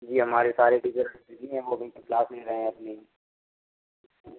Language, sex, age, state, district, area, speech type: Hindi, male, 18-30, Rajasthan, Karauli, rural, conversation